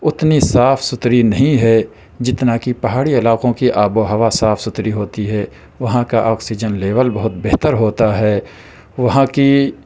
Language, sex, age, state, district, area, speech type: Urdu, male, 30-45, Uttar Pradesh, Balrampur, rural, spontaneous